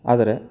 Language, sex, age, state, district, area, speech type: Kannada, male, 30-45, Karnataka, Chikkaballapur, urban, spontaneous